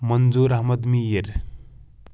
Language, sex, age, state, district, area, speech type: Kashmiri, male, 18-30, Jammu and Kashmir, Pulwama, rural, spontaneous